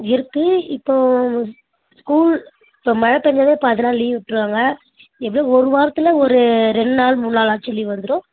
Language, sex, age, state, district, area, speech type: Tamil, female, 18-30, Tamil Nadu, Chennai, urban, conversation